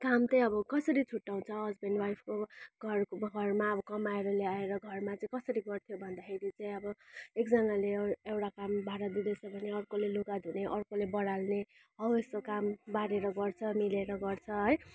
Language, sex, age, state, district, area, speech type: Nepali, female, 30-45, West Bengal, Darjeeling, rural, spontaneous